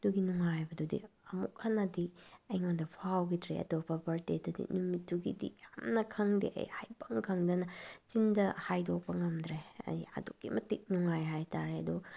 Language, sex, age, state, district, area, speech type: Manipuri, female, 45-60, Manipur, Bishnupur, rural, spontaneous